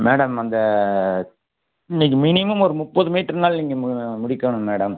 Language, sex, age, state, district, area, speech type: Tamil, male, 45-60, Tamil Nadu, Coimbatore, rural, conversation